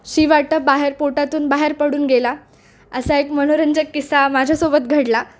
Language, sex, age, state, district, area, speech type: Marathi, female, 18-30, Maharashtra, Nanded, rural, spontaneous